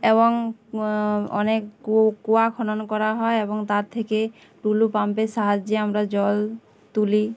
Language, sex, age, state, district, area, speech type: Bengali, female, 18-30, West Bengal, Uttar Dinajpur, urban, spontaneous